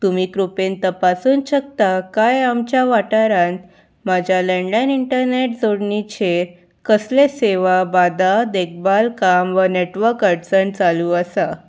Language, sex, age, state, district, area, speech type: Goan Konkani, female, 18-30, Goa, Salcete, urban, spontaneous